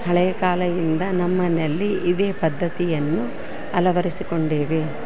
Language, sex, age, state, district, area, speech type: Kannada, female, 45-60, Karnataka, Bellary, urban, spontaneous